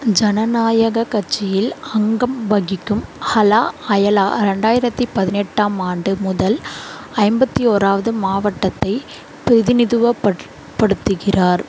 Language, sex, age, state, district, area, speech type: Tamil, female, 30-45, Tamil Nadu, Chennai, urban, read